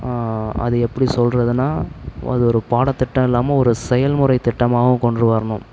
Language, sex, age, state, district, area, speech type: Tamil, male, 45-60, Tamil Nadu, Tiruvarur, urban, spontaneous